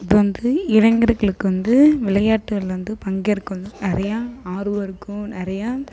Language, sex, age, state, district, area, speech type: Tamil, female, 18-30, Tamil Nadu, Kallakurichi, rural, spontaneous